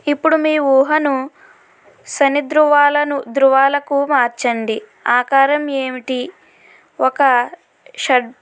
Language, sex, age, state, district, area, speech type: Telugu, female, 60+, Andhra Pradesh, Kakinada, rural, spontaneous